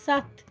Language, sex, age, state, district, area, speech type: Kashmiri, female, 18-30, Jammu and Kashmir, Srinagar, rural, read